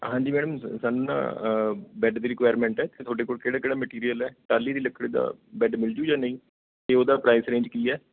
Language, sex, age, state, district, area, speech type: Punjabi, male, 30-45, Punjab, Patiala, urban, conversation